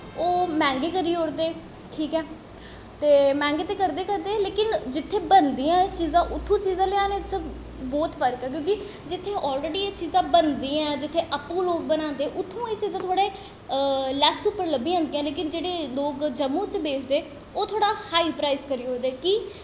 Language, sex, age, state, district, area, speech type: Dogri, female, 18-30, Jammu and Kashmir, Jammu, urban, spontaneous